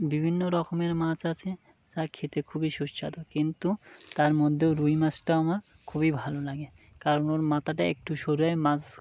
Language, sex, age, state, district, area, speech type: Bengali, male, 30-45, West Bengal, Birbhum, urban, spontaneous